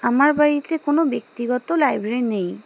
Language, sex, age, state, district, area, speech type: Bengali, female, 30-45, West Bengal, Alipurduar, rural, spontaneous